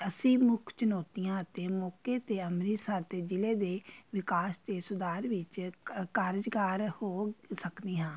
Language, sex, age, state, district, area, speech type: Punjabi, female, 30-45, Punjab, Amritsar, urban, spontaneous